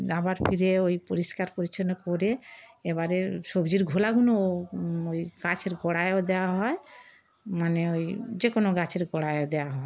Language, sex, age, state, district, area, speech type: Bengali, female, 60+, West Bengal, Darjeeling, rural, spontaneous